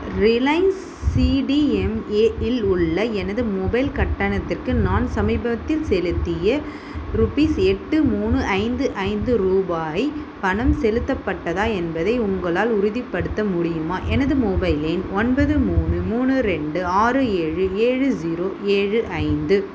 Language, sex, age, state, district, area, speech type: Tamil, female, 30-45, Tamil Nadu, Vellore, urban, read